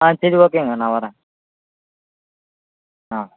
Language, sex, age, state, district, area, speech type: Tamil, male, 18-30, Tamil Nadu, Tiruchirappalli, rural, conversation